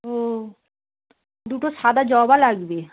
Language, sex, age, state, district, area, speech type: Bengali, female, 30-45, West Bengal, Darjeeling, rural, conversation